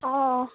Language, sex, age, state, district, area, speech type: Assamese, female, 18-30, Assam, Majuli, urban, conversation